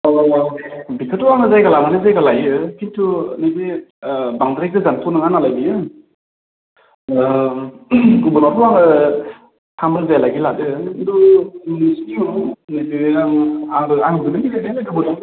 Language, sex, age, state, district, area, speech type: Bodo, male, 18-30, Assam, Baksa, urban, conversation